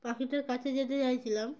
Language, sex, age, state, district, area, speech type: Bengali, female, 18-30, West Bengal, Uttar Dinajpur, urban, spontaneous